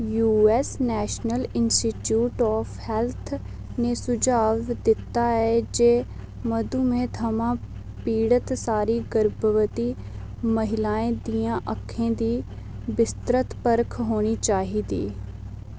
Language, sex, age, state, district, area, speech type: Dogri, female, 18-30, Jammu and Kashmir, Reasi, rural, read